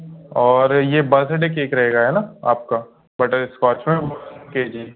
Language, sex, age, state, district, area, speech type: Hindi, male, 18-30, Madhya Pradesh, Bhopal, urban, conversation